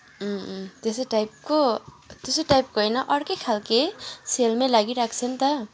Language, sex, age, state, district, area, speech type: Nepali, female, 18-30, West Bengal, Kalimpong, rural, spontaneous